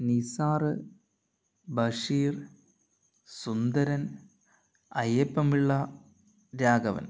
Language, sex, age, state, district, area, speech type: Malayalam, male, 30-45, Kerala, Palakkad, rural, spontaneous